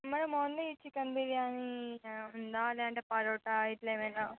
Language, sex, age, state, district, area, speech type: Telugu, female, 45-60, Andhra Pradesh, Visakhapatnam, urban, conversation